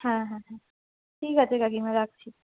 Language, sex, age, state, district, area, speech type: Bengali, female, 60+, West Bengal, Purulia, urban, conversation